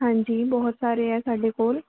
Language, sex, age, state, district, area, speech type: Punjabi, female, 18-30, Punjab, Shaheed Bhagat Singh Nagar, rural, conversation